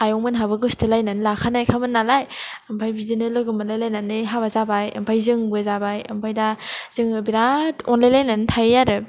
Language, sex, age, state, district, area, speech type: Bodo, female, 18-30, Assam, Kokrajhar, rural, spontaneous